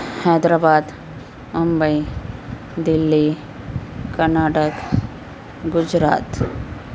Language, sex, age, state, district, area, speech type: Urdu, female, 18-30, Telangana, Hyderabad, urban, spontaneous